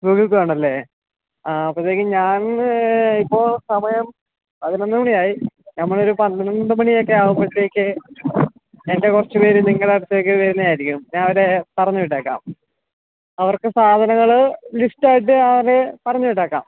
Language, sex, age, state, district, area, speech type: Malayalam, male, 30-45, Kerala, Alappuzha, rural, conversation